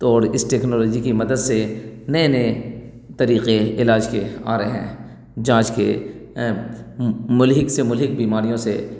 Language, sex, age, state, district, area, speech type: Urdu, male, 30-45, Bihar, Darbhanga, rural, spontaneous